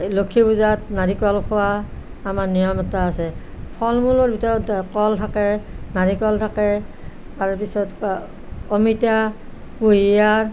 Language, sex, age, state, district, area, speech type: Assamese, female, 60+, Assam, Nalbari, rural, spontaneous